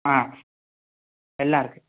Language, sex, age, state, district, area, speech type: Tamil, male, 18-30, Tamil Nadu, Pudukkottai, rural, conversation